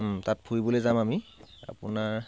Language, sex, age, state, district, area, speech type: Assamese, male, 30-45, Assam, Sivasagar, urban, spontaneous